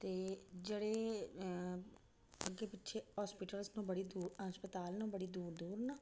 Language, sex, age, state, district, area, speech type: Dogri, female, 60+, Jammu and Kashmir, Reasi, rural, spontaneous